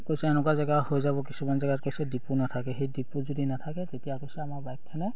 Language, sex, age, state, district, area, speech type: Assamese, male, 18-30, Assam, Charaideo, rural, spontaneous